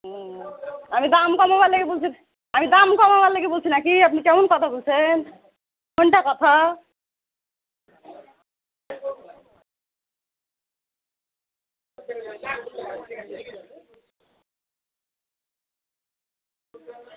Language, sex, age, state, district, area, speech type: Bengali, female, 18-30, West Bengal, Murshidabad, rural, conversation